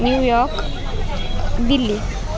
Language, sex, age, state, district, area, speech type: Marathi, female, 18-30, Maharashtra, Sindhudurg, rural, spontaneous